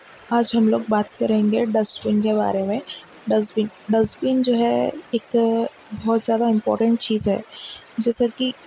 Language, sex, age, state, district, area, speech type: Urdu, female, 18-30, Telangana, Hyderabad, urban, spontaneous